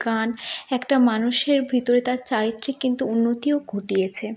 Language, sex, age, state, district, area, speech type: Bengali, female, 18-30, West Bengal, North 24 Parganas, urban, spontaneous